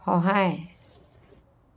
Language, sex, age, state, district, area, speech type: Assamese, female, 45-60, Assam, Dhemaji, urban, read